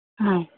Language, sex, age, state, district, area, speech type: Assamese, female, 45-60, Assam, Kamrup Metropolitan, urban, conversation